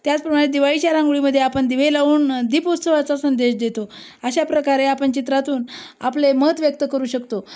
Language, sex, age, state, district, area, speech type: Marathi, female, 30-45, Maharashtra, Osmanabad, rural, spontaneous